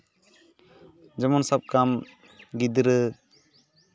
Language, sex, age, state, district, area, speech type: Santali, male, 18-30, West Bengal, Purulia, rural, spontaneous